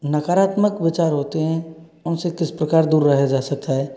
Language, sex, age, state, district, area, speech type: Hindi, male, 60+, Rajasthan, Karauli, rural, spontaneous